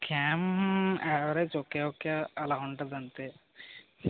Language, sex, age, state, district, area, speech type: Telugu, male, 18-30, Andhra Pradesh, West Godavari, rural, conversation